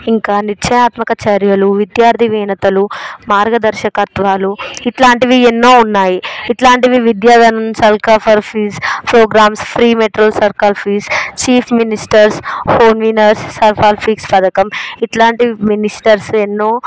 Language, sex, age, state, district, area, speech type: Telugu, female, 18-30, Telangana, Hyderabad, urban, spontaneous